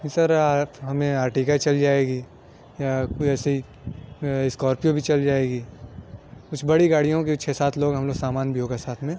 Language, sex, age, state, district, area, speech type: Urdu, male, 18-30, Delhi, South Delhi, urban, spontaneous